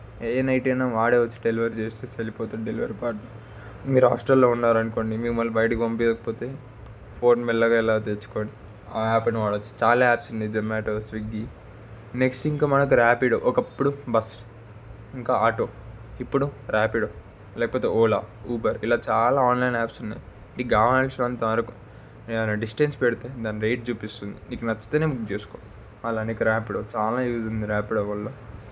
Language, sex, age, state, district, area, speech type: Telugu, male, 30-45, Telangana, Ranga Reddy, urban, spontaneous